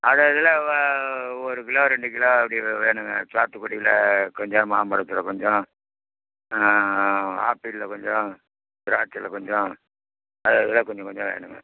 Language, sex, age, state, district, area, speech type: Tamil, male, 60+, Tamil Nadu, Perambalur, rural, conversation